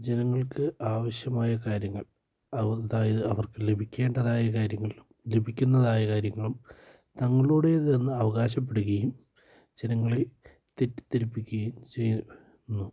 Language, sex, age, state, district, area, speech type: Malayalam, male, 18-30, Kerala, Wayanad, rural, spontaneous